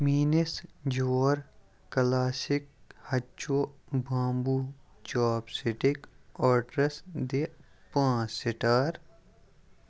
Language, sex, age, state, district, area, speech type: Kashmiri, male, 30-45, Jammu and Kashmir, Kupwara, rural, read